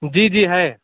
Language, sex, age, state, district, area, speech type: Urdu, male, 18-30, Uttar Pradesh, Lucknow, urban, conversation